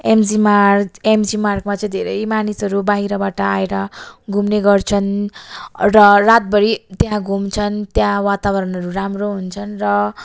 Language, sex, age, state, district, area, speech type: Nepali, female, 18-30, West Bengal, Darjeeling, rural, spontaneous